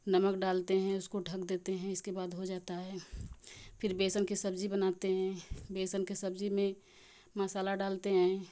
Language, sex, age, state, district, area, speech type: Hindi, female, 30-45, Uttar Pradesh, Ghazipur, rural, spontaneous